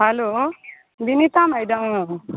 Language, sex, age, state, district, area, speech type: Maithili, female, 30-45, Bihar, Supaul, rural, conversation